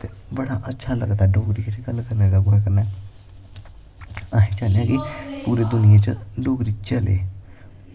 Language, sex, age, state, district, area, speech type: Dogri, male, 18-30, Jammu and Kashmir, Samba, urban, spontaneous